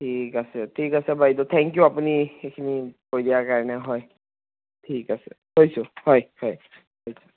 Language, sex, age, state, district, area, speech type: Assamese, male, 18-30, Assam, Kamrup Metropolitan, urban, conversation